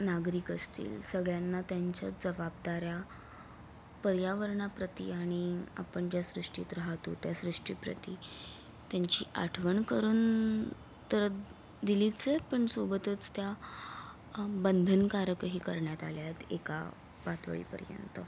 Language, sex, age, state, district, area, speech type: Marathi, female, 18-30, Maharashtra, Mumbai Suburban, urban, spontaneous